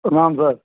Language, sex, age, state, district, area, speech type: Maithili, male, 45-60, Bihar, Muzaffarpur, rural, conversation